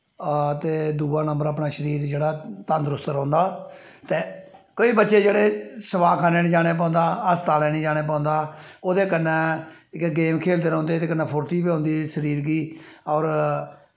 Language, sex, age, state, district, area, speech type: Dogri, male, 45-60, Jammu and Kashmir, Samba, rural, spontaneous